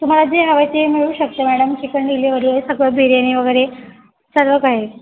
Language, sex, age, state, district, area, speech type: Marathi, female, 18-30, Maharashtra, Mumbai Suburban, urban, conversation